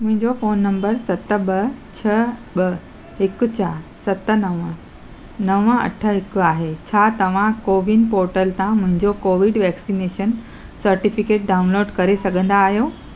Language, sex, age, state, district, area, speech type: Sindhi, female, 45-60, Gujarat, Surat, urban, read